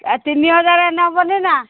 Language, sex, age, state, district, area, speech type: Odia, female, 60+, Odisha, Angul, rural, conversation